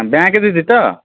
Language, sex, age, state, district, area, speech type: Odia, male, 60+, Odisha, Bhadrak, rural, conversation